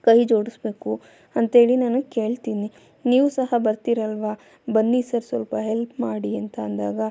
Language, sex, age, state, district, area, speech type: Kannada, female, 30-45, Karnataka, Mandya, rural, spontaneous